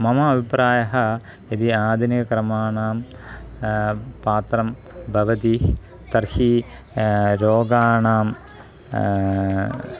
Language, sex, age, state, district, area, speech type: Sanskrit, male, 45-60, Kerala, Thiruvananthapuram, urban, spontaneous